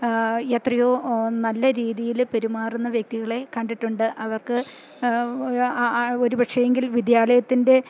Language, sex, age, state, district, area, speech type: Malayalam, female, 60+, Kerala, Idukki, rural, spontaneous